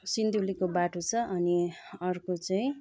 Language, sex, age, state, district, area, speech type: Nepali, female, 30-45, West Bengal, Kalimpong, rural, spontaneous